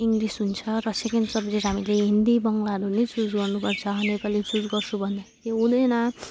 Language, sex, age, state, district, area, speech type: Nepali, female, 18-30, West Bengal, Alipurduar, urban, spontaneous